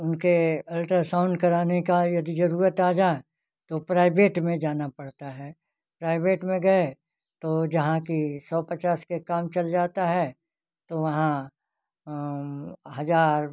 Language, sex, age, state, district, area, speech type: Hindi, male, 60+, Uttar Pradesh, Ghazipur, rural, spontaneous